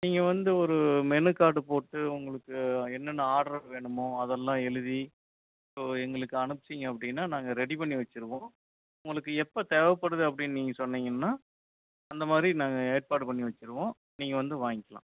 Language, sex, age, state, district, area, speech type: Tamil, male, 30-45, Tamil Nadu, Erode, rural, conversation